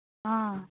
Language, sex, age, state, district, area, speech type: Goan Konkani, female, 18-30, Goa, Murmgao, rural, conversation